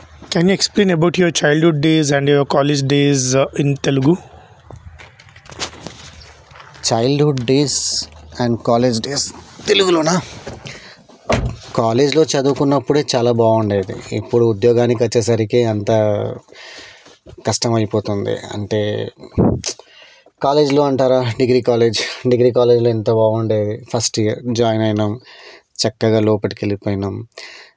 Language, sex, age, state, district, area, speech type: Telugu, male, 30-45, Telangana, Karimnagar, rural, spontaneous